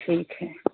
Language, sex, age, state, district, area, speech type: Hindi, female, 45-60, Uttar Pradesh, Pratapgarh, rural, conversation